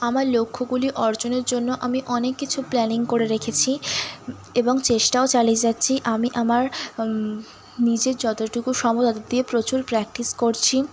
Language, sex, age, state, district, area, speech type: Bengali, female, 18-30, West Bengal, Howrah, urban, spontaneous